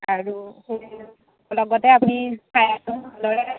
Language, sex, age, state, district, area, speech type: Assamese, female, 18-30, Assam, Majuli, urban, conversation